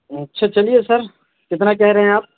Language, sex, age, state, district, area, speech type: Urdu, male, 30-45, Bihar, Saharsa, urban, conversation